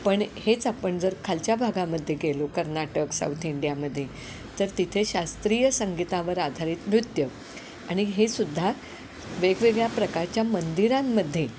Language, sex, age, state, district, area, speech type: Marathi, female, 60+, Maharashtra, Kolhapur, urban, spontaneous